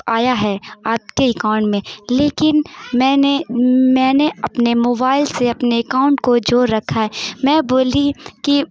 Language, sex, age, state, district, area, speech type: Urdu, female, 18-30, Bihar, Saharsa, rural, spontaneous